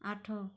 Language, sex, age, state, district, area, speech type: Odia, female, 30-45, Odisha, Bargarh, urban, read